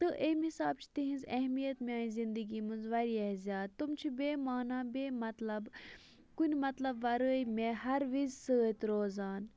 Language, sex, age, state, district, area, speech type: Kashmiri, female, 45-60, Jammu and Kashmir, Bandipora, rural, spontaneous